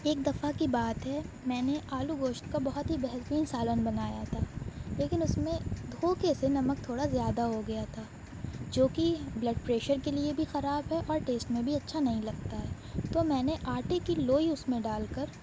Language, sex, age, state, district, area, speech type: Urdu, female, 18-30, Uttar Pradesh, Shahjahanpur, urban, spontaneous